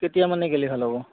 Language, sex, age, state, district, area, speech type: Assamese, male, 30-45, Assam, Goalpara, urban, conversation